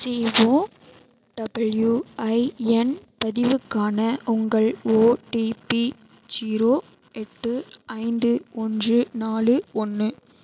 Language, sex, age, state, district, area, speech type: Tamil, female, 18-30, Tamil Nadu, Mayiladuthurai, rural, read